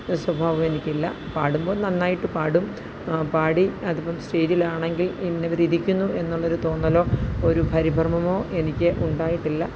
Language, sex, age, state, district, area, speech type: Malayalam, female, 45-60, Kerala, Kottayam, rural, spontaneous